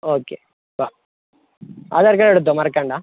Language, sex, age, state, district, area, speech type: Malayalam, male, 18-30, Kerala, Kasaragod, rural, conversation